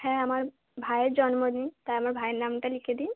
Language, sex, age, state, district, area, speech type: Bengali, female, 18-30, West Bengal, North 24 Parganas, urban, conversation